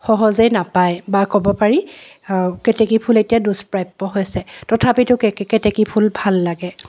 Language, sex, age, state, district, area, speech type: Assamese, female, 45-60, Assam, Charaideo, urban, spontaneous